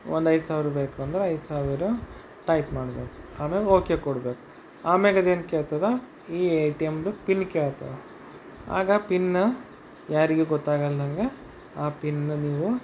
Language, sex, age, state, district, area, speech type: Kannada, male, 30-45, Karnataka, Bidar, urban, spontaneous